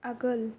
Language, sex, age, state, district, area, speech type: Bodo, female, 18-30, Assam, Kokrajhar, urban, read